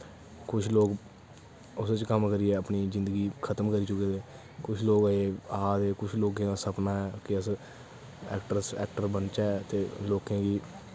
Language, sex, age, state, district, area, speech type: Dogri, male, 18-30, Jammu and Kashmir, Kathua, rural, spontaneous